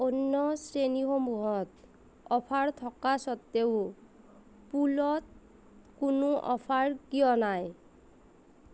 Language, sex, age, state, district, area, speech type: Assamese, female, 30-45, Assam, Nagaon, rural, read